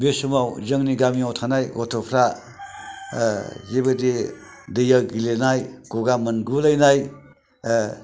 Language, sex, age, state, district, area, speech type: Bodo, male, 60+, Assam, Chirang, rural, spontaneous